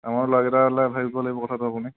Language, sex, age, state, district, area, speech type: Assamese, male, 18-30, Assam, Dhemaji, rural, conversation